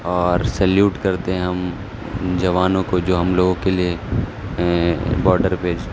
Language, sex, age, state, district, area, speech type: Urdu, male, 30-45, Bihar, Supaul, rural, spontaneous